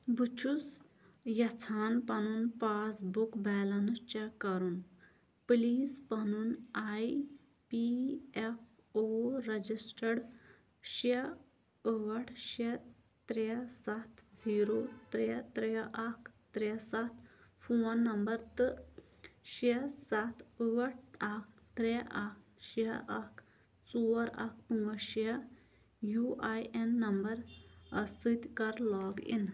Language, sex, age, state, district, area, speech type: Kashmiri, female, 30-45, Jammu and Kashmir, Shopian, rural, read